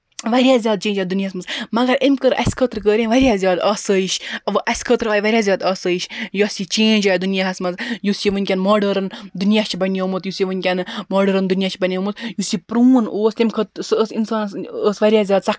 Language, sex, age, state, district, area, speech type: Kashmiri, female, 30-45, Jammu and Kashmir, Baramulla, rural, spontaneous